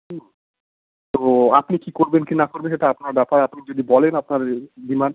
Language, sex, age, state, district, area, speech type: Bengali, male, 30-45, West Bengal, Hooghly, urban, conversation